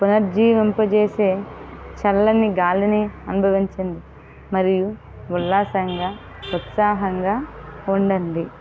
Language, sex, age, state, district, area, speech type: Telugu, female, 18-30, Andhra Pradesh, Vizianagaram, rural, spontaneous